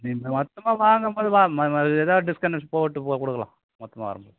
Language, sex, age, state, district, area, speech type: Tamil, male, 60+, Tamil Nadu, Kallakurichi, rural, conversation